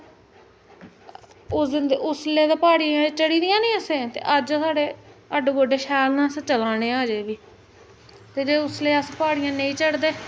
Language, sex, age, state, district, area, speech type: Dogri, female, 30-45, Jammu and Kashmir, Jammu, urban, spontaneous